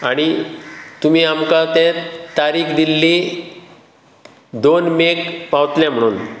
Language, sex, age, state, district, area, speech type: Goan Konkani, male, 60+, Goa, Bardez, rural, spontaneous